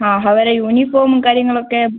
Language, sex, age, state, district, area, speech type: Malayalam, female, 18-30, Kerala, Wayanad, rural, conversation